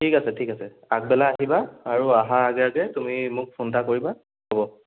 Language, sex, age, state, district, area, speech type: Assamese, male, 18-30, Assam, Sonitpur, rural, conversation